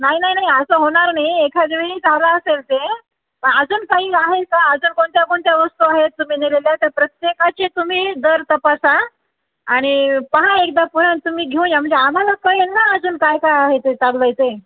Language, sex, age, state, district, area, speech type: Marathi, female, 45-60, Maharashtra, Nanded, urban, conversation